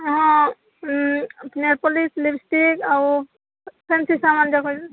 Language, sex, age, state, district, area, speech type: Odia, female, 60+, Odisha, Boudh, rural, conversation